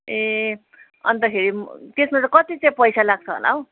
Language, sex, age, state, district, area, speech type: Nepali, female, 60+, West Bengal, Kalimpong, rural, conversation